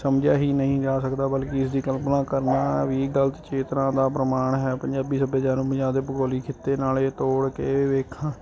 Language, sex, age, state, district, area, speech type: Punjabi, male, 18-30, Punjab, Ludhiana, urban, spontaneous